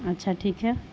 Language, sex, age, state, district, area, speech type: Urdu, female, 45-60, Bihar, Gaya, urban, spontaneous